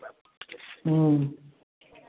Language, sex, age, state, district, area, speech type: Maithili, male, 45-60, Bihar, Madhubani, rural, conversation